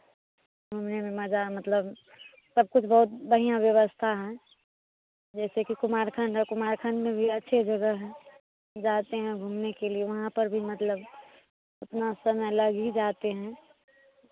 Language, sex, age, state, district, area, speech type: Hindi, female, 18-30, Bihar, Madhepura, rural, conversation